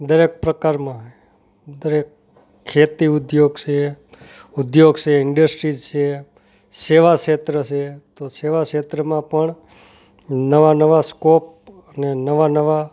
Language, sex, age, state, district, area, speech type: Gujarati, male, 45-60, Gujarat, Rajkot, rural, spontaneous